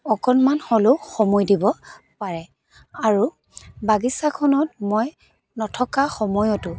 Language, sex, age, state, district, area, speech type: Assamese, female, 30-45, Assam, Dibrugarh, rural, spontaneous